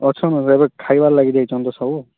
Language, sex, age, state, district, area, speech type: Odia, male, 30-45, Odisha, Kalahandi, rural, conversation